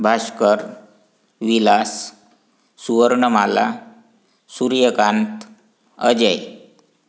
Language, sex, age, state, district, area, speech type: Marathi, male, 45-60, Maharashtra, Wardha, urban, spontaneous